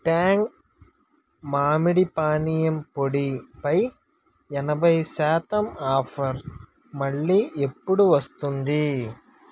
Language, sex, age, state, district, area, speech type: Telugu, male, 18-30, Andhra Pradesh, Srikakulam, urban, read